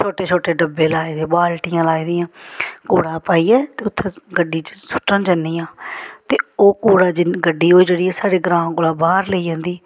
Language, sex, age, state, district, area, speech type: Dogri, female, 45-60, Jammu and Kashmir, Samba, rural, spontaneous